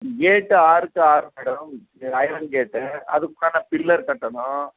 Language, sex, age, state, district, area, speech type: Tamil, male, 60+, Tamil Nadu, Krishnagiri, rural, conversation